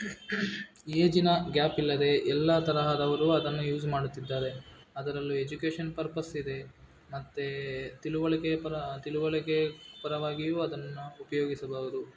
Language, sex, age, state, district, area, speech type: Kannada, male, 18-30, Karnataka, Bangalore Rural, urban, spontaneous